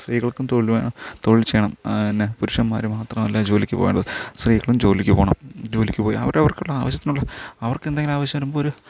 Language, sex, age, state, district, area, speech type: Malayalam, male, 30-45, Kerala, Thiruvananthapuram, rural, spontaneous